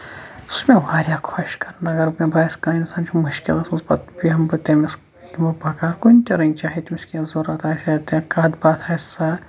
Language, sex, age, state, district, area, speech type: Kashmiri, male, 18-30, Jammu and Kashmir, Shopian, urban, spontaneous